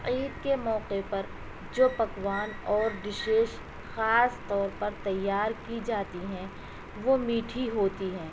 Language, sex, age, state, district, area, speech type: Urdu, female, 18-30, Delhi, South Delhi, urban, spontaneous